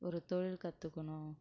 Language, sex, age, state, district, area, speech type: Tamil, female, 18-30, Tamil Nadu, Kallakurichi, rural, spontaneous